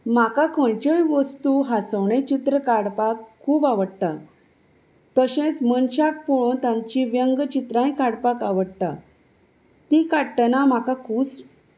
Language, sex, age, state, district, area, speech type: Goan Konkani, female, 30-45, Goa, Salcete, rural, spontaneous